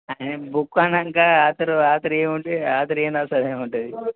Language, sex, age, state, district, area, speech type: Telugu, male, 18-30, Telangana, Hanamkonda, urban, conversation